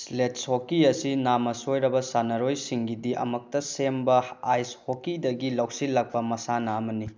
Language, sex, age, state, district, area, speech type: Manipuri, male, 30-45, Manipur, Bishnupur, rural, read